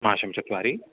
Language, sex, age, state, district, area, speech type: Sanskrit, male, 18-30, Karnataka, Udupi, rural, conversation